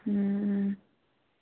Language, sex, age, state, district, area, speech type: Urdu, female, 18-30, Bihar, Khagaria, rural, conversation